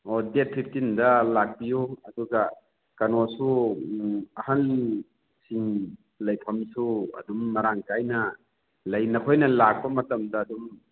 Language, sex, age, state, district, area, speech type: Manipuri, male, 45-60, Manipur, Churachandpur, urban, conversation